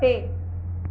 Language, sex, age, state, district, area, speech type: Sindhi, female, 30-45, Maharashtra, Mumbai Suburban, urban, read